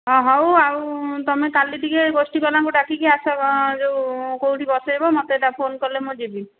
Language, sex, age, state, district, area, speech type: Odia, female, 45-60, Odisha, Khordha, rural, conversation